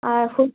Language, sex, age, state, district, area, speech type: Bengali, female, 18-30, West Bengal, Bankura, urban, conversation